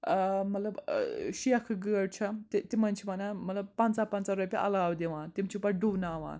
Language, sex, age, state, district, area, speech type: Kashmiri, female, 18-30, Jammu and Kashmir, Srinagar, urban, spontaneous